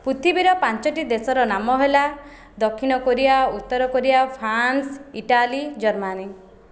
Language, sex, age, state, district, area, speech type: Odia, female, 18-30, Odisha, Khordha, rural, spontaneous